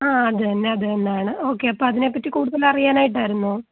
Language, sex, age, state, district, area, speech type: Malayalam, female, 18-30, Kerala, Kottayam, rural, conversation